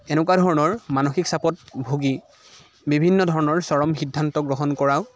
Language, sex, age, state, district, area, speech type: Assamese, male, 18-30, Assam, Dibrugarh, rural, spontaneous